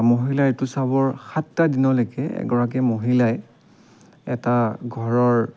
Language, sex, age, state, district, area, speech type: Assamese, male, 30-45, Assam, Dibrugarh, rural, spontaneous